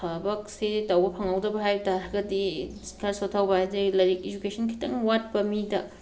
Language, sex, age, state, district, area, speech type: Manipuri, female, 30-45, Manipur, Tengnoupal, rural, spontaneous